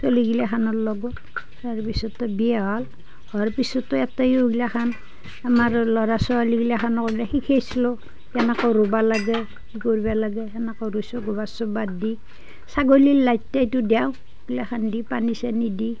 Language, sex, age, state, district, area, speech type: Assamese, female, 60+, Assam, Nalbari, rural, spontaneous